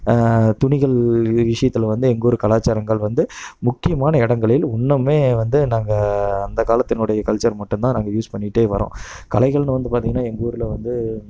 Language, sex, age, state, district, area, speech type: Tamil, male, 30-45, Tamil Nadu, Namakkal, rural, spontaneous